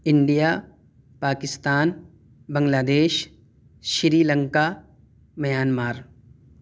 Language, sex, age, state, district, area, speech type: Urdu, male, 18-30, Delhi, South Delhi, urban, spontaneous